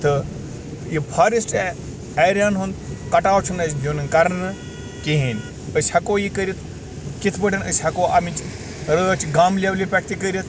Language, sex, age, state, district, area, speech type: Kashmiri, male, 45-60, Jammu and Kashmir, Bandipora, rural, spontaneous